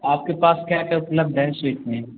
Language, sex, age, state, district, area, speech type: Hindi, male, 18-30, Uttar Pradesh, Azamgarh, rural, conversation